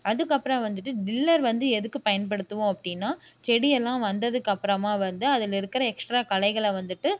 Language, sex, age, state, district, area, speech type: Tamil, female, 30-45, Tamil Nadu, Erode, rural, spontaneous